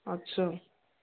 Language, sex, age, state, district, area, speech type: Sindhi, female, 30-45, Gujarat, Kutch, urban, conversation